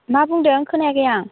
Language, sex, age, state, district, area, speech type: Bodo, female, 18-30, Assam, Baksa, rural, conversation